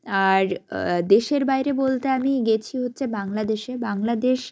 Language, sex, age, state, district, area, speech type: Bengali, female, 18-30, West Bengal, Jalpaiguri, rural, spontaneous